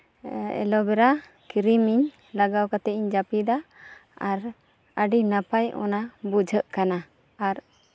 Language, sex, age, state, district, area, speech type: Santali, female, 30-45, Jharkhand, Seraikela Kharsawan, rural, spontaneous